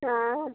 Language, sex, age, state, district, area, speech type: Hindi, female, 45-60, Uttar Pradesh, Ayodhya, rural, conversation